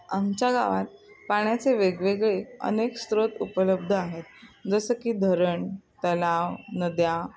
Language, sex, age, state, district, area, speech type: Marathi, female, 45-60, Maharashtra, Thane, rural, spontaneous